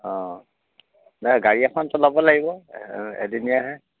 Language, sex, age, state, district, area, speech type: Assamese, male, 60+, Assam, Dibrugarh, rural, conversation